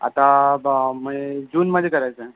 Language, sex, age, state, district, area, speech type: Marathi, male, 45-60, Maharashtra, Amravati, urban, conversation